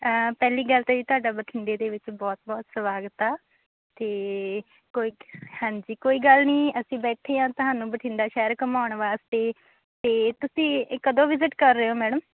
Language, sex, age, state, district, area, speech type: Punjabi, female, 18-30, Punjab, Bathinda, rural, conversation